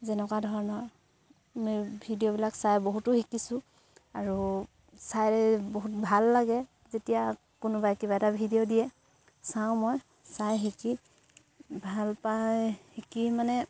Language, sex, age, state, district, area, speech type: Assamese, female, 18-30, Assam, Sivasagar, rural, spontaneous